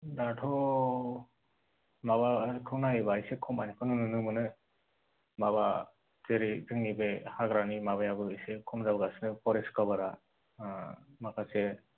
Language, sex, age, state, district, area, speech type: Bodo, male, 18-30, Assam, Kokrajhar, rural, conversation